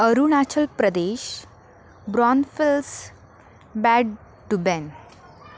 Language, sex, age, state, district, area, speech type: Marathi, female, 18-30, Maharashtra, Nashik, urban, spontaneous